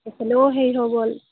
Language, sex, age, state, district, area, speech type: Assamese, female, 18-30, Assam, Golaghat, urban, conversation